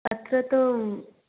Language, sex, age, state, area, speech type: Sanskrit, female, 18-30, Tripura, rural, conversation